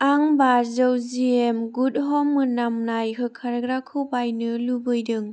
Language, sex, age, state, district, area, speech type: Bodo, female, 18-30, Assam, Chirang, rural, read